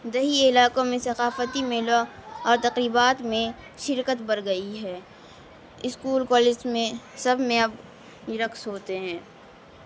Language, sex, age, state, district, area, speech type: Urdu, female, 18-30, Bihar, Madhubani, rural, spontaneous